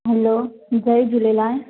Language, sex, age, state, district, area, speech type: Sindhi, female, 18-30, Gujarat, Surat, urban, conversation